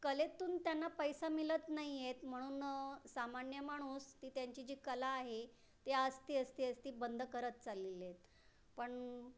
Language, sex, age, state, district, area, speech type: Marathi, female, 30-45, Maharashtra, Raigad, rural, spontaneous